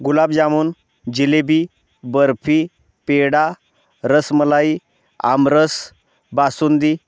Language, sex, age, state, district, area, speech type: Marathi, male, 30-45, Maharashtra, Osmanabad, rural, spontaneous